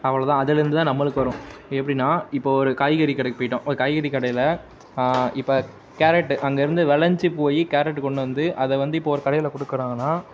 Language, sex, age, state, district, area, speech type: Tamil, male, 18-30, Tamil Nadu, Perambalur, urban, spontaneous